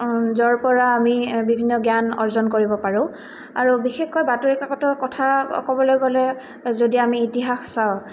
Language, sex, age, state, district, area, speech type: Assamese, female, 18-30, Assam, Goalpara, urban, spontaneous